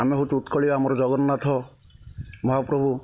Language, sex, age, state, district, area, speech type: Odia, male, 30-45, Odisha, Jagatsinghpur, rural, spontaneous